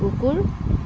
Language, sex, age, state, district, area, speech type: Assamese, female, 60+, Assam, Dibrugarh, rural, read